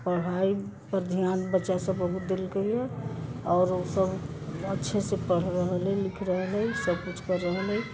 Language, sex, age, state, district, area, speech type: Maithili, female, 60+, Bihar, Sitamarhi, rural, spontaneous